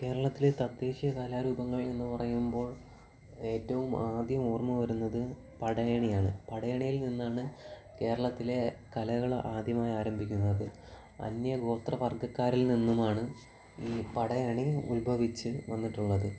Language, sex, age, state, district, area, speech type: Malayalam, male, 18-30, Kerala, Kollam, rural, spontaneous